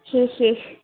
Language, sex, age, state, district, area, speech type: Assamese, female, 18-30, Assam, Jorhat, urban, conversation